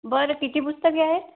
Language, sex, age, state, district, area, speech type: Marathi, female, 18-30, Maharashtra, Amravati, rural, conversation